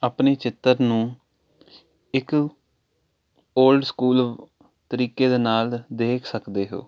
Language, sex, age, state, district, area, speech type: Punjabi, male, 18-30, Punjab, Jalandhar, urban, spontaneous